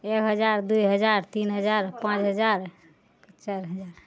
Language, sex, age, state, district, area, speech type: Maithili, female, 45-60, Bihar, Araria, urban, spontaneous